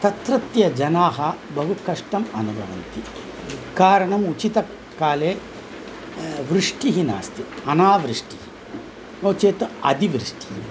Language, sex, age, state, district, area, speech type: Sanskrit, male, 60+, Tamil Nadu, Coimbatore, urban, spontaneous